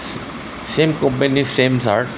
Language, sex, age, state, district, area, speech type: Assamese, male, 60+, Assam, Tinsukia, rural, spontaneous